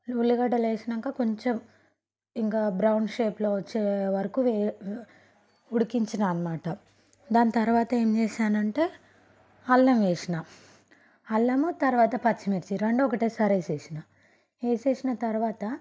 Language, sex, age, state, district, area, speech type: Telugu, female, 18-30, Telangana, Nalgonda, rural, spontaneous